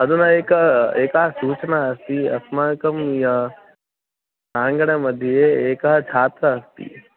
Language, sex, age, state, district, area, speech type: Sanskrit, male, 18-30, Uttar Pradesh, Pratapgarh, rural, conversation